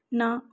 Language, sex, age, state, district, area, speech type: Punjabi, female, 18-30, Punjab, Rupnagar, urban, read